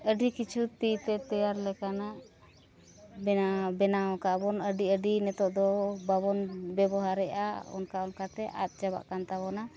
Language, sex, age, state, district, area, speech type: Santali, female, 30-45, Jharkhand, East Singhbhum, rural, spontaneous